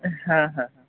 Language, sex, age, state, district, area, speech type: Bengali, male, 18-30, West Bengal, Murshidabad, urban, conversation